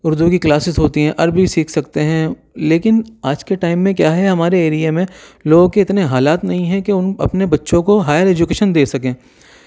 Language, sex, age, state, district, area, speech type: Urdu, male, 30-45, Delhi, Central Delhi, urban, spontaneous